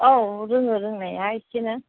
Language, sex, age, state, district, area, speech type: Bodo, female, 45-60, Assam, Chirang, urban, conversation